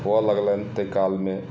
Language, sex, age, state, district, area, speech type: Maithili, male, 45-60, Bihar, Madhubani, rural, spontaneous